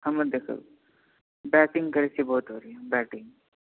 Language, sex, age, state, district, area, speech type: Maithili, male, 18-30, Bihar, Supaul, rural, conversation